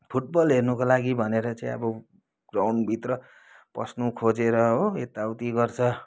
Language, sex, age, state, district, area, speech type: Nepali, male, 30-45, West Bengal, Kalimpong, rural, spontaneous